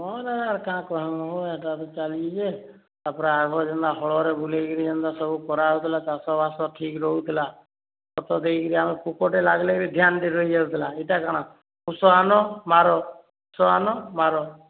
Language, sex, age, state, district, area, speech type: Odia, male, 18-30, Odisha, Boudh, rural, conversation